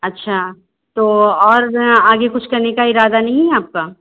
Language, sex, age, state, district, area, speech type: Hindi, female, 45-60, Uttar Pradesh, Sitapur, rural, conversation